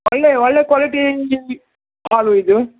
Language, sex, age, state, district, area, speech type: Kannada, male, 30-45, Karnataka, Uttara Kannada, rural, conversation